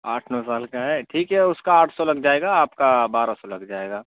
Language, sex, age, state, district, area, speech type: Urdu, male, 18-30, Uttar Pradesh, Siddharthnagar, rural, conversation